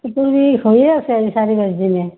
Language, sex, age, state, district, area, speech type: Assamese, female, 60+, Assam, Barpeta, rural, conversation